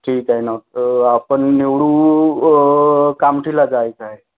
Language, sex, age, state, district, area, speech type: Marathi, male, 30-45, Maharashtra, Nagpur, urban, conversation